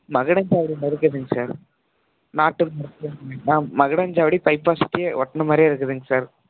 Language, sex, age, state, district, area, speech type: Tamil, male, 18-30, Tamil Nadu, Salem, rural, conversation